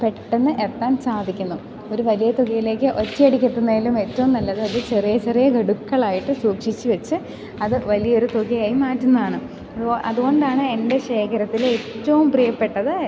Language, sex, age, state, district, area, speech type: Malayalam, female, 18-30, Kerala, Idukki, rural, spontaneous